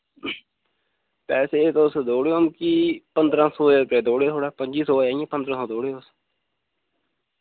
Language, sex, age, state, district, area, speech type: Dogri, male, 18-30, Jammu and Kashmir, Udhampur, rural, conversation